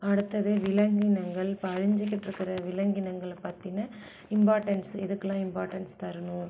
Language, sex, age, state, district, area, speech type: Tamil, female, 45-60, Tamil Nadu, Mayiladuthurai, urban, spontaneous